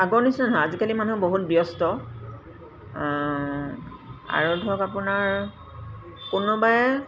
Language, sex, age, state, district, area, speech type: Assamese, female, 45-60, Assam, Golaghat, urban, spontaneous